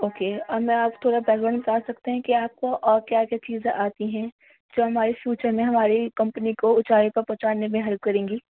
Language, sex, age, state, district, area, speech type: Urdu, female, 18-30, Delhi, North West Delhi, urban, conversation